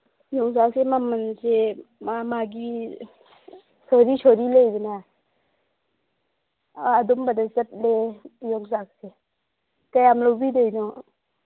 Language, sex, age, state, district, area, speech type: Manipuri, female, 30-45, Manipur, Churachandpur, urban, conversation